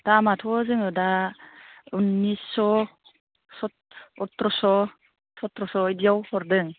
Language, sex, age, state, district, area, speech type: Bodo, female, 30-45, Assam, Baksa, rural, conversation